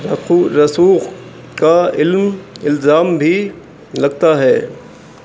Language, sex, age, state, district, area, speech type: Urdu, male, 18-30, Uttar Pradesh, Rampur, urban, spontaneous